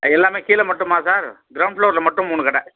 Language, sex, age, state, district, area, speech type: Tamil, male, 45-60, Tamil Nadu, Tiruppur, rural, conversation